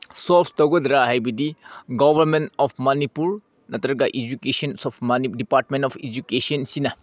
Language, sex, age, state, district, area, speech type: Manipuri, male, 30-45, Manipur, Senapati, urban, spontaneous